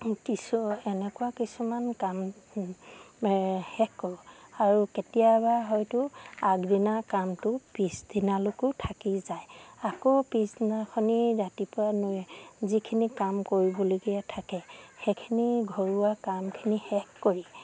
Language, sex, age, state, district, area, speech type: Assamese, female, 45-60, Assam, Sivasagar, rural, spontaneous